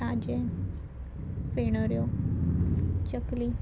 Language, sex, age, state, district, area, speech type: Goan Konkani, female, 18-30, Goa, Murmgao, urban, spontaneous